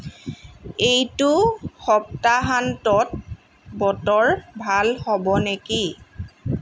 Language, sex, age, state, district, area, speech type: Assamese, female, 30-45, Assam, Lakhimpur, rural, read